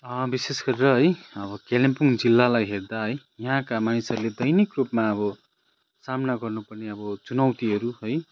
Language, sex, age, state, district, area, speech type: Nepali, male, 30-45, West Bengal, Kalimpong, rural, spontaneous